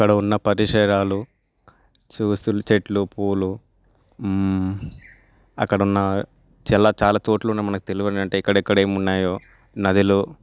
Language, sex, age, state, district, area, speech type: Telugu, male, 18-30, Telangana, Nalgonda, urban, spontaneous